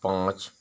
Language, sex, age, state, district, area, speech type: Hindi, male, 60+, Madhya Pradesh, Seoni, urban, read